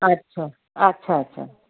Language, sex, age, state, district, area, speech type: Sindhi, female, 45-60, Uttar Pradesh, Lucknow, urban, conversation